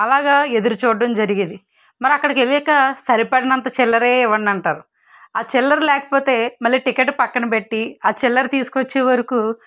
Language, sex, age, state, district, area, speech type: Telugu, female, 18-30, Andhra Pradesh, Guntur, rural, spontaneous